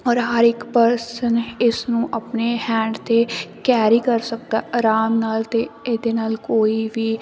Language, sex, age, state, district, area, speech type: Punjabi, female, 18-30, Punjab, Sangrur, rural, spontaneous